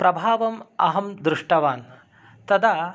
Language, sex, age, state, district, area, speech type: Sanskrit, male, 30-45, Karnataka, Shimoga, urban, spontaneous